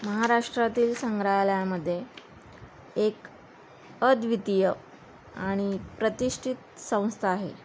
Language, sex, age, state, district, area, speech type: Marathi, female, 30-45, Maharashtra, Thane, urban, spontaneous